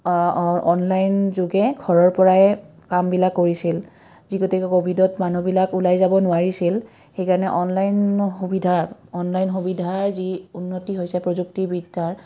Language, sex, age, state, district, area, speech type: Assamese, female, 30-45, Assam, Kamrup Metropolitan, urban, spontaneous